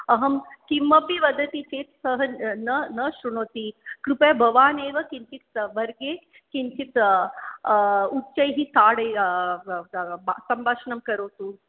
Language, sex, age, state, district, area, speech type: Sanskrit, female, 45-60, Maharashtra, Mumbai City, urban, conversation